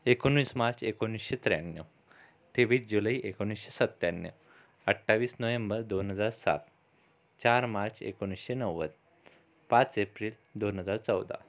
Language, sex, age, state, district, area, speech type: Marathi, male, 30-45, Maharashtra, Amravati, rural, spontaneous